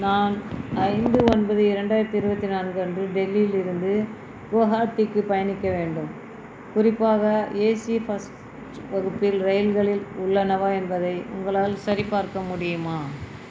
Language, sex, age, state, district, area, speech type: Tamil, female, 60+, Tamil Nadu, Viluppuram, rural, read